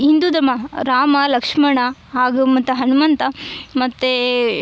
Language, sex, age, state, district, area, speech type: Kannada, female, 18-30, Karnataka, Yadgir, urban, spontaneous